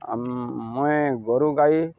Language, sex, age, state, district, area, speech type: Odia, male, 60+, Odisha, Balangir, urban, spontaneous